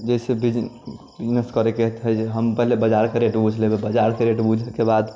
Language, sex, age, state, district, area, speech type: Maithili, male, 30-45, Bihar, Muzaffarpur, rural, spontaneous